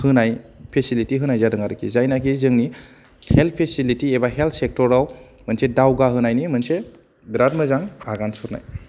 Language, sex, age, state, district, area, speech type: Bodo, male, 18-30, Assam, Kokrajhar, urban, spontaneous